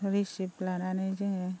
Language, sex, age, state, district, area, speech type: Bodo, female, 30-45, Assam, Baksa, rural, spontaneous